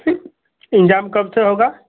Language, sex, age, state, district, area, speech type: Hindi, male, 45-60, Uttar Pradesh, Chandauli, rural, conversation